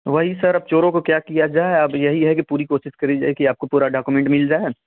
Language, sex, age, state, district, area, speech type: Hindi, male, 18-30, Uttar Pradesh, Chandauli, rural, conversation